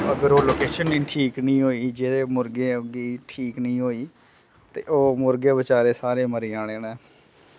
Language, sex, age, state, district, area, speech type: Dogri, male, 30-45, Jammu and Kashmir, Kathua, urban, spontaneous